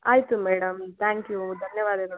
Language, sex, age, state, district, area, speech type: Kannada, female, 30-45, Karnataka, Chitradurga, rural, conversation